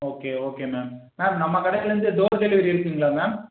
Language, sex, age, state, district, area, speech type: Tamil, male, 30-45, Tamil Nadu, Erode, rural, conversation